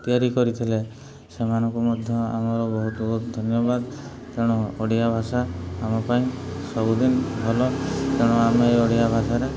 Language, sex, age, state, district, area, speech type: Odia, male, 30-45, Odisha, Mayurbhanj, rural, spontaneous